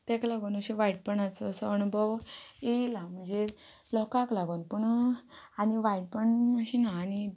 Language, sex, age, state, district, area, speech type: Goan Konkani, female, 18-30, Goa, Ponda, rural, spontaneous